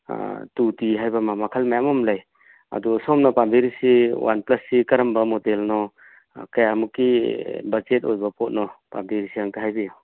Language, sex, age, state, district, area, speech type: Manipuri, male, 45-60, Manipur, Churachandpur, rural, conversation